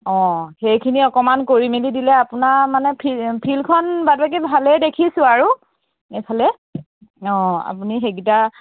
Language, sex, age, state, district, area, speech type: Assamese, female, 30-45, Assam, Golaghat, rural, conversation